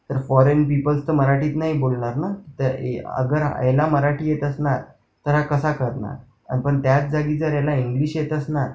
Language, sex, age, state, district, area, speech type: Marathi, male, 18-30, Maharashtra, Akola, urban, spontaneous